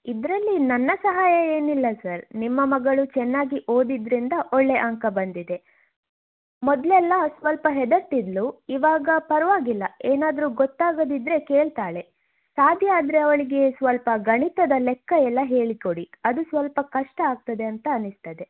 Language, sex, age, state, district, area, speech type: Kannada, female, 18-30, Karnataka, Shimoga, rural, conversation